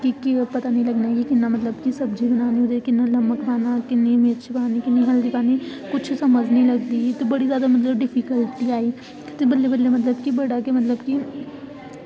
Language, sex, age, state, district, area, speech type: Dogri, female, 18-30, Jammu and Kashmir, Samba, rural, spontaneous